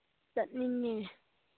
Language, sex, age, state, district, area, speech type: Manipuri, female, 30-45, Manipur, Churachandpur, rural, conversation